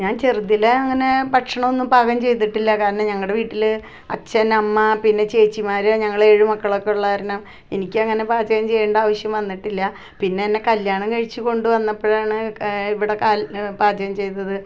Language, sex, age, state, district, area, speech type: Malayalam, female, 45-60, Kerala, Ernakulam, rural, spontaneous